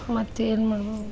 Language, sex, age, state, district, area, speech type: Kannada, female, 30-45, Karnataka, Dharwad, urban, spontaneous